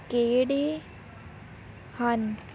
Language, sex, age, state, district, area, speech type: Punjabi, female, 18-30, Punjab, Fazilka, rural, read